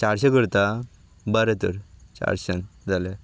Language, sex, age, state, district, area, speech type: Goan Konkani, male, 18-30, Goa, Ponda, rural, spontaneous